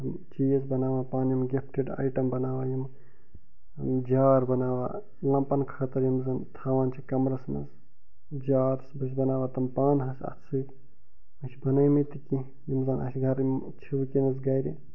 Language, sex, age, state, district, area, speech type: Kashmiri, male, 30-45, Jammu and Kashmir, Bandipora, rural, spontaneous